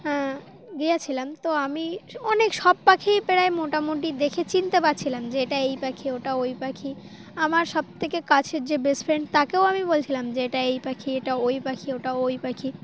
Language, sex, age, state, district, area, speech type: Bengali, female, 18-30, West Bengal, Dakshin Dinajpur, urban, spontaneous